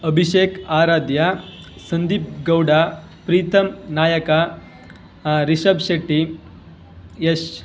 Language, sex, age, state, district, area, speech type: Kannada, male, 18-30, Karnataka, Chamarajanagar, rural, spontaneous